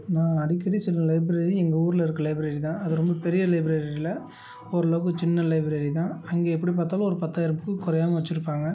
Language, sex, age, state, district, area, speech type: Tamil, male, 30-45, Tamil Nadu, Tiruchirappalli, rural, spontaneous